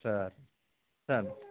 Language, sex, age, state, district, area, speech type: Tamil, male, 60+, Tamil Nadu, Kallakurichi, rural, conversation